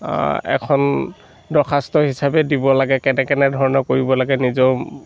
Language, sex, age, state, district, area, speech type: Assamese, male, 60+, Assam, Dhemaji, rural, spontaneous